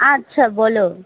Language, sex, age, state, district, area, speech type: Bengali, female, 30-45, West Bengal, Alipurduar, rural, conversation